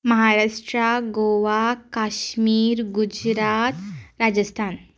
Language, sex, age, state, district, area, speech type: Goan Konkani, female, 18-30, Goa, Ponda, rural, spontaneous